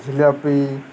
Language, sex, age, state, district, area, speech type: Bengali, male, 30-45, West Bengal, Uttar Dinajpur, urban, spontaneous